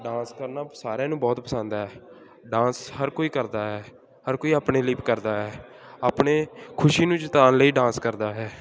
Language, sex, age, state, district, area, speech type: Punjabi, male, 18-30, Punjab, Gurdaspur, rural, spontaneous